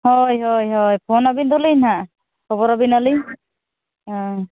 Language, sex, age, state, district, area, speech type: Santali, female, 30-45, Jharkhand, East Singhbhum, rural, conversation